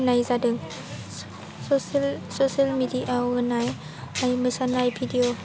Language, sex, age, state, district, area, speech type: Bodo, female, 18-30, Assam, Baksa, rural, spontaneous